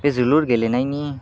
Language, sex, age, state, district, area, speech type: Bodo, male, 18-30, Assam, Chirang, urban, spontaneous